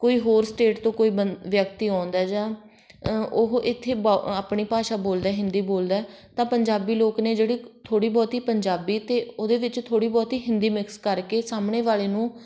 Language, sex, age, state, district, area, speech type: Punjabi, female, 18-30, Punjab, Patiala, rural, spontaneous